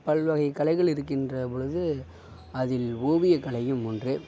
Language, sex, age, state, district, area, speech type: Tamil, male, 60+, Tamil Nadu, Mayiladuthurai, rural, spontaneous